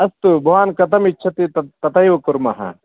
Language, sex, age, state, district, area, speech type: Sanskrit, male, 45-60, Karnataka, Vijayapura, urban, conversation